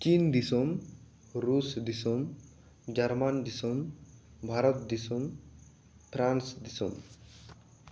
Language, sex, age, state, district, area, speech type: Santali, male, 18-30, West Bengal, Bankura, rural, spontaneous